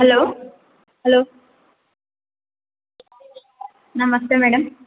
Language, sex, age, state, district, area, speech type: Telugu, female, 18-30, Andhra Pradesh, Anantapur, urban, conversation